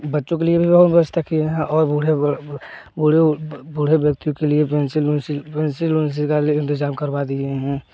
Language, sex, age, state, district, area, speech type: Hindi, male, 18-30, Uttar Pradesh, Jaunpur, urban, spontaneous